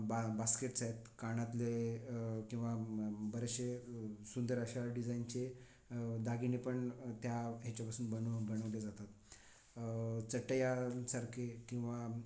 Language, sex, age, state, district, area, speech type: Marathi, male, 45-60, Maharashtra, Raigad, urban, spontaneous